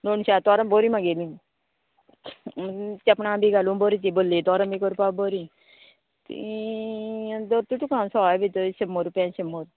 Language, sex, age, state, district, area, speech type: Goan Konkani, female, 45-60, Goa, Murmgao, rural, conversation